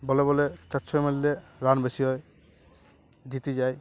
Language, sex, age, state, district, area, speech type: Bengali, male, 18-30, West Bengal, Uttar Dinajpur, urban, spontaneous